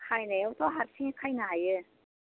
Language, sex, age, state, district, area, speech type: Bodo, female, 45-60, Assam, Kokrajhar, urban, conversation